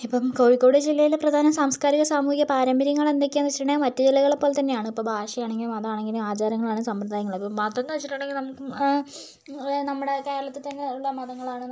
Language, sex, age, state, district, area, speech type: Malayalam, female, 45-60, Kerala, Kozhikode, urban, spontaneous